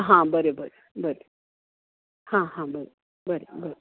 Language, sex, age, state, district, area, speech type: Goan Konkani, female, 45-60, Goa, Canacona, rural, conversation